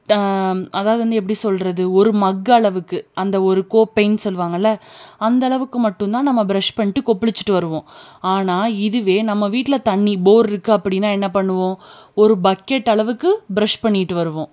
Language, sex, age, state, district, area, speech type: Tamil, female, 18-30, Tamil Nadu, Tiruppur, urban, spontaneous